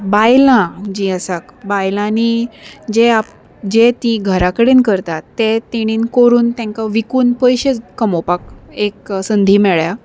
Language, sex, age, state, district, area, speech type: Goan Konkani, female, 30-45, Goa, Salcete, urban, spontaneous